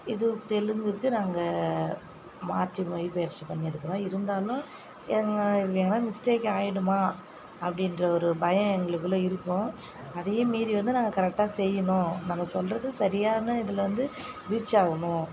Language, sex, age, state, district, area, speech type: Tamil, female, 45-60, Tamil Nadu, Viluppuram, urban, spontaneous